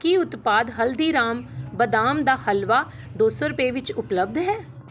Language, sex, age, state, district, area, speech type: Punjabi, female, 30-45, Punjab, Pathankot, urban, read